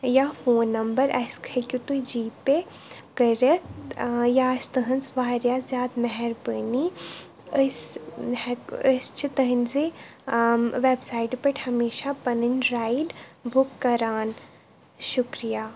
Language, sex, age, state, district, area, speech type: Kashmiri, female, 18-30, Jammu and Kashmir, Baramulla, rural, spontaneous